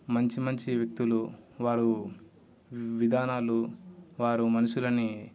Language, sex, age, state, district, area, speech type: Telugu, male, 18-30, Telangana, Ranga Reddy, urban, spontaneous